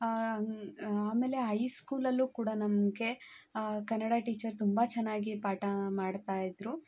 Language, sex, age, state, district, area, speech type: Kannada, female, 18-30, Karnataka, Chitradurga, rural, spontaneous